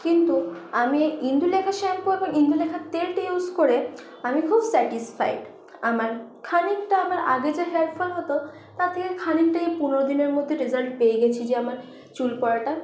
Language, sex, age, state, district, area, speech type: Bengali, female, 30-45, West Bengal, Paschim Bardhaman, urban, spontaneous